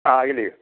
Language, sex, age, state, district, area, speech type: Kannada, male, 60+, Karnataka, Mysore, urban, conversation